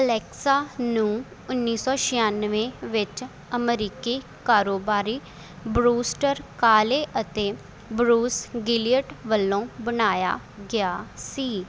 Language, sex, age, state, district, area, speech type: Punjabi, female, 18-30, Punjab, Faridkot, rural, read